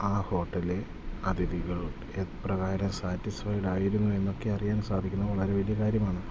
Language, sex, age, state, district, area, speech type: Malayalam, male, 30-45, Kerala, Idukki, rural, spontaneous